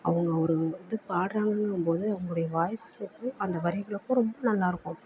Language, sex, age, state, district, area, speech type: Tamil, female, 45-60, Tamil Nadu, Perambalur, rural, spontaneous